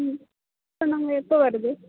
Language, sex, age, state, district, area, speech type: Tamil, female, 18-30, Tamil Nadu, Mayiladuthurai, urban, conversation